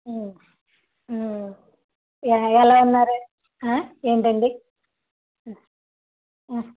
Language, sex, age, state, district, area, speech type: Telugu, female, 30-45, Andhra Pradesh, Vizianagaram, rural, conversation